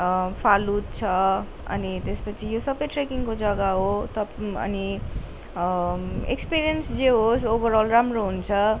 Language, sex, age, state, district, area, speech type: Nepali, female, 18-30, West Bengal, Darjeeling, rural, spontaneous